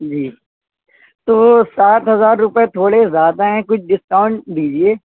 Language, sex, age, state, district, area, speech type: Urdu, male, 18-30, Uttar Pradesh, Shahjahanpur, rural, conversation